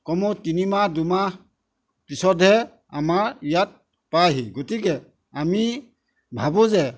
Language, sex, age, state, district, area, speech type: Assamese, male, 45-60, Assam, Majuli, rural, spontaneous